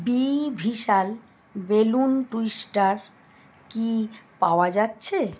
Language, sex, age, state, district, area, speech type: Bengali, female, 45-60, West Bengal, Howrah, urban, read